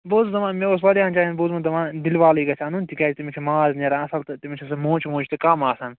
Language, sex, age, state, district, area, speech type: Kashmiri, male, 30-45, Jammu and Kashmir, Ganderbal, urban, conversation